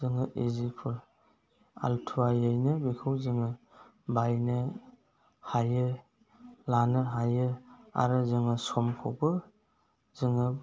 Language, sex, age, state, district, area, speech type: Bodo, male, 30-45, Assam, Chirang, rural, spontaneous